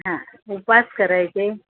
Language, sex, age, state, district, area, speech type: Marathi, female, 60+, Maharashtra, Palghar, urban, conversation